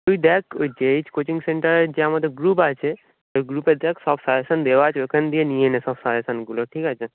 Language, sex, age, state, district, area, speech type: Bengali, male, 18-30, West Bengal, Dakshin Dinajpur, urban, conversation